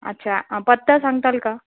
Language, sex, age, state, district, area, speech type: Marathi, female, 30-45, Maharashtra, Nanded, urban, conversation